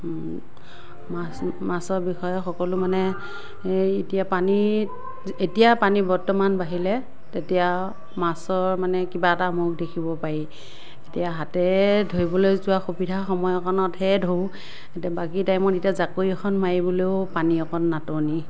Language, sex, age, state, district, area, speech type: Assamese, female, 45-60, Assam, Morigaon, rural, spontaneous